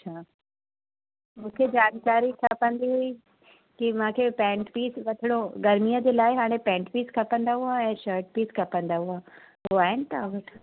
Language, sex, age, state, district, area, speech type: Sindhi, female, 30-45, Uttar Pradesh, Lucknow, urban, conversation